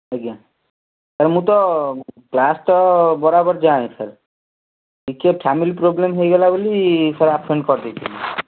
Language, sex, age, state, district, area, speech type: Odia, male, 18-30, Odisha, Kendrapara, urban, conversation